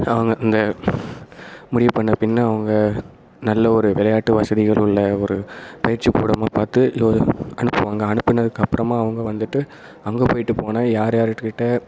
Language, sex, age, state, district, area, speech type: Tamil, male, 18-30, Tamil Nadu, Perambalur, rural, spontaneous